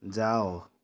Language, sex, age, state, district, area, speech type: Odia, male, 60+, Odisha, Mayurbhanj, rural, read